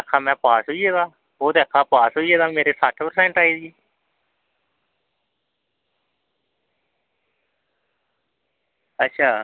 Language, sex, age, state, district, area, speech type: Dogri, male, 18-30, Jammu and Kashmir, Samba, rural, conversation